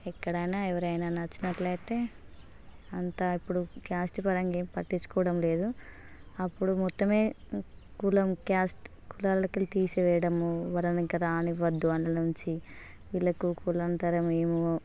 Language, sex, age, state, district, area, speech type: Telugu, female, 30-45, Telangana, Hanamkonda, rural, spontaneous